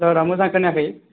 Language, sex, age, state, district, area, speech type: Bodo, male, 18-30, Assam, Kokrajhar, rural, conversation